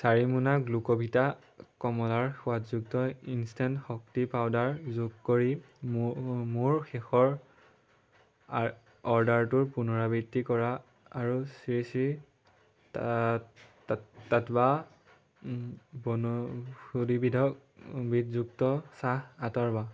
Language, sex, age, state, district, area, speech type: Assamese, male, 18-30, Assam, Majuli, urban, read